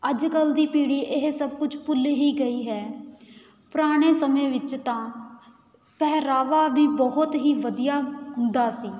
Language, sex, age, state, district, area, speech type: Punjabi, female, 18-30, Punjab, Patiala, urban, spontaneous